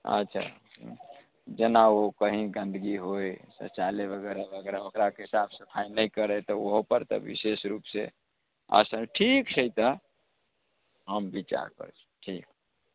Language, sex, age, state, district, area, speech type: Maithili, male, 45-60, Bihar, Muzaffarpur, urban, conversation